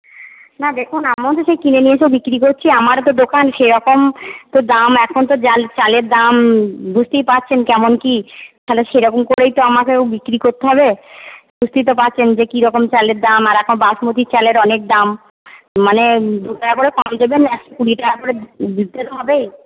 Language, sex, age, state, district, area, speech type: Bengali, female, 60+, West Bengal, Purba Bardhaman, urban, conversation